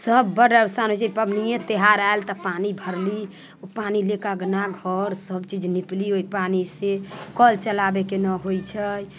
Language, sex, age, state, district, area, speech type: Maithili, female, 30-45, Bihar, Muzaffarpur, rural, spontaneous